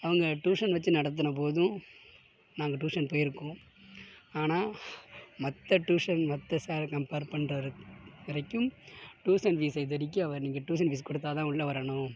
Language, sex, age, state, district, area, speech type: Tamil, male, 18-30, Tamil Nadu, Tiruvarur, urban, spontaneous